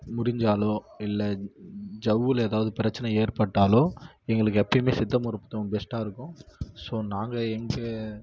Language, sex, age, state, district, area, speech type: Tamil, male, 18-30, Tamil Nadu, Kallakurichi, rural, spontaneous